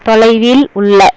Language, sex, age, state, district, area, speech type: Tamil, female, 60+, Tamil Nadu, Erode, urban, read